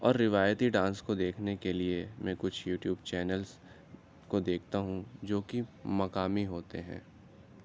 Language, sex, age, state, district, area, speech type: Urdu, male, 30-45, Uttar Pradesh, Aligarh, urban, spontaneous